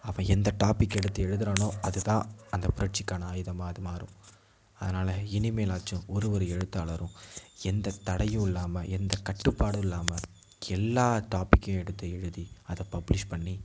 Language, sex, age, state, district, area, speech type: Tamil, male, 18-30, Tamil Nadu, Mayiladuthurai, urban, spontaneous